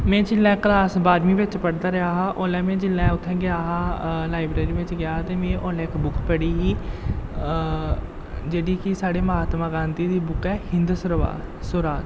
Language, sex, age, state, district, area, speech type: Dogri, male, 18-30, Jammu and Kashmir, Jammu, rural, spontaneous